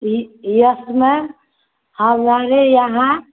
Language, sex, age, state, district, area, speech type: Hindi, female, 30-45, Bihar, Vaishali, rural, conversation